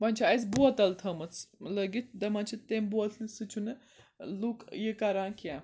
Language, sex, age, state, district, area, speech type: Kashmiri, female, 18-30, Jammu and Kashmir, Srinagar, urban, spontaneous